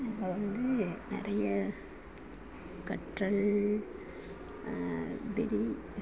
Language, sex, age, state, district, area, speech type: Tamil, female, 18-30, Tamil Nadu, Thanjavur, rural, spontaneous